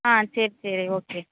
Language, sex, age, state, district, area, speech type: Tamil, female, 30-45, Tamil Nadu, Thanjavur, urban, conversation